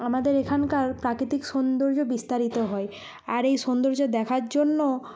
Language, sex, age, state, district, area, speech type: Bengali, female, 45-60, West Bengal, Nadia, rural, spontaneous